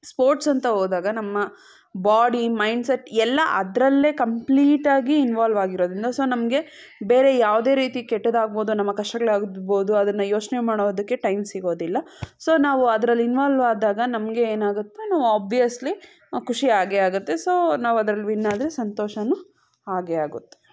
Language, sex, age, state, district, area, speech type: Kannada, female, 18-30, Karnataka, Chikkaballapur, rural, spontaneous